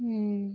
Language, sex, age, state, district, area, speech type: Urdu, female, 18-30, Bihar, Madhubani, rural, spontaneous